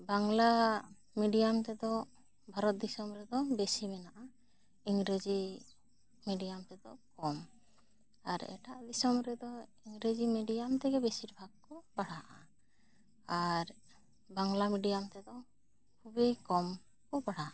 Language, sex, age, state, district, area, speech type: Santali, female, 30-45, West Bengal, Bankura, rural, spontaneous